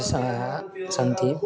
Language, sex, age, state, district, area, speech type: Sanskrit, male, 18-30, Karnataka, Haveri, urban, spontaneous